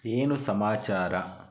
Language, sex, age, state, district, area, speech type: Kannada, male, 30-45, Karnataka, Chitradurga, rural, read